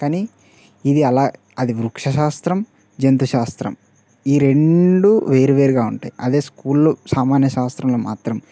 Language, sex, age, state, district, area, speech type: Telugu, male, 18-30, Telangana, Mancherial, rural, spontaneous